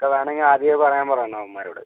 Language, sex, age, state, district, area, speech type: Malayalam, male, 18-30, Kerala, Wayanad, rural, conversation